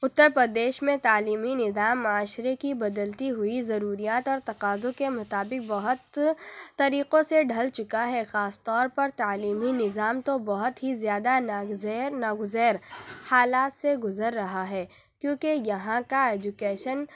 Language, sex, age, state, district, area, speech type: Urdu, female, 30-45, Uttar Pradesh, Lucknow, urban, spontaneous